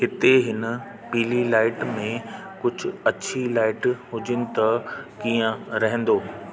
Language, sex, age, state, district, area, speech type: Sindhi, male, 30-45, Delhi, South Delhi, urban, read